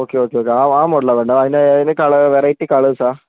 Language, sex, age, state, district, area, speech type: Malayalam, male, 18-30, Kerala, Wayanad, rural, conversation